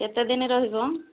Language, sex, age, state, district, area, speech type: Odia, female, 45-60, Odisha, Angul, rural, conversation